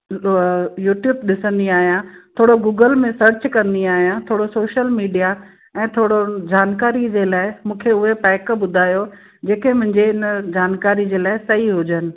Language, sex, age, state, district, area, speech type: Sindhi, female, 45-60, Gujarat, Kutch, rural, conversation